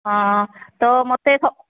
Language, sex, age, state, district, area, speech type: Odia, female, 30-45, Odisha, Kandhamal, rural, conversation